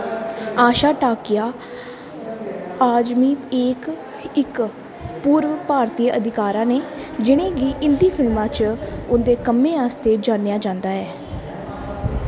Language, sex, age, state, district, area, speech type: Dogri, female, 18-30, Jammu and Kashmir, Kathua, rural, read